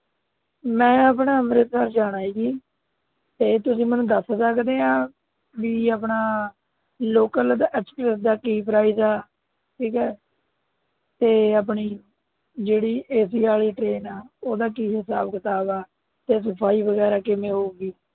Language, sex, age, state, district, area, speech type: Punjabi, male, 18-30, Punjab, Mohali, rural, conversation